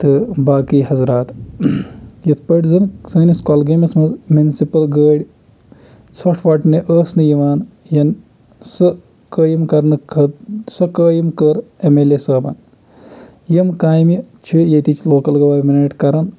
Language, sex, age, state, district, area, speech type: Kashmiri, male, 60+, Jammu and Kashmir, Kulgam, rural, spontaneous